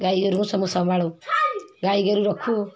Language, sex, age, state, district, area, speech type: Odia, female, 60+, Odisha, Kendrapara, urban, spontaneous